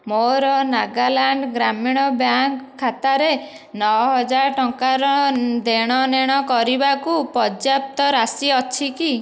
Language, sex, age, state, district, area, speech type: Odia, female, 30-45, Odisha, Dhenkanal, rural, read